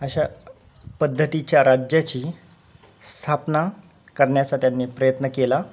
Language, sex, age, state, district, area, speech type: Marathi, male, 30-45, Maharashtra, Nanded, rural, spontaneous